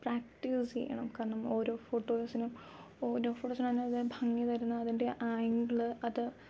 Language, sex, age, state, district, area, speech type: Malayalam, female, 18-30, Kerala, Alappuzha, rural, spontaneous